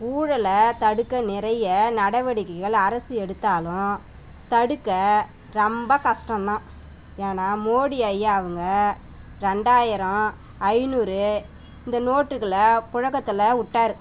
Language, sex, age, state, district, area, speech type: Tamil, female, 30-45, Tamil Nadu, Tiruvannamalai, rural, spontaneous